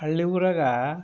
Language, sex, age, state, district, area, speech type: Kannada, male, 60+, Karnataka, Bidar, urban, spontaneous